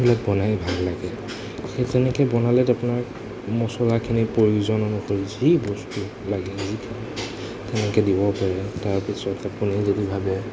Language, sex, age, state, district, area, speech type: Assamese, male, 18-30, Assam, Nagaon, rural, spontaneous